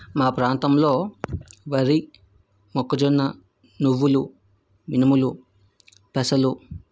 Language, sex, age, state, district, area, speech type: Telugu, male, 45-60, Andhra Pradesh, Vizianagaram, rural, spontaneous